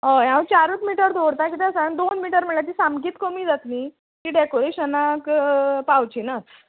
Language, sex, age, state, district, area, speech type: Goan Konkani, female, 30-45, Goa, Ponda, rural, conversation